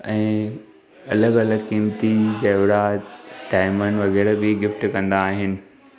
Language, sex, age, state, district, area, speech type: Sindhi, male, 18-30, Maharashtra, Thane, urban, spontaneous